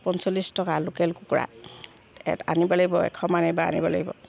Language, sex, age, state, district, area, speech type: Assamese, female, 45-60, Assam, Sivasagar, rural, spontaneous